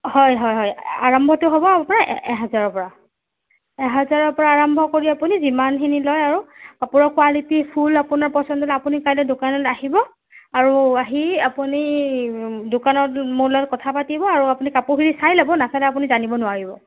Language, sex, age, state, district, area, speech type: Assamese, female, 30-45, Assam, Nagaon, rural, conversation